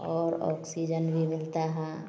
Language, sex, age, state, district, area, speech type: Hindi, female, 30-45, Bihar, Samastipur, rural, spontaneous